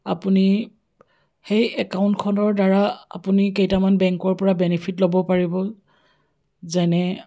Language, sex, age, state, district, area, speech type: Assamese, female, 45-60, Assam, Dibrugarh, rural, spontaneous